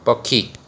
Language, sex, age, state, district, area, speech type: Odia, male, 45-60, Odisha, Rayagada, rural, read